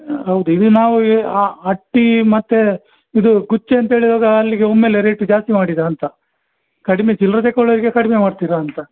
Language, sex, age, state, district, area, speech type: Kannada, male, 60+, Karnataka, Dakshina Kannada, rural, conversation